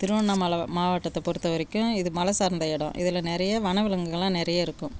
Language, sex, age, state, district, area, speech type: Tamil, female, 60+, Tamil Nadu, Tiruvannamalai, rural, spontaneous